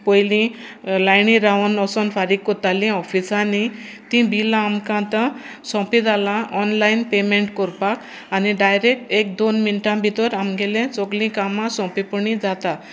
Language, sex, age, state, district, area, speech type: Goan Konkani, female, 60+, Goa, Sanguem, rural, spontaneous